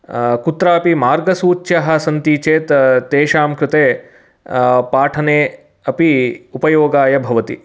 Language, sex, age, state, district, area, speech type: Sanskrit, male, 30-45, Karnataka, Mysore, urban, spontaneous